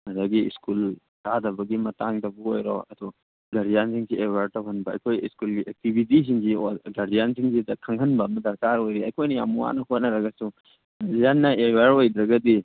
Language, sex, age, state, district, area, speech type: Manipuri, male, 30-45, Manipur, Churachandpur, rural, conversation